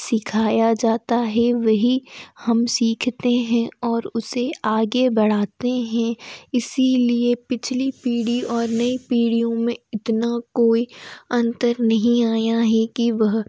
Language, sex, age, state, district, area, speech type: Hindi, female, 18-30, Madhya Pradesh, Ujjain, urban, spontaneous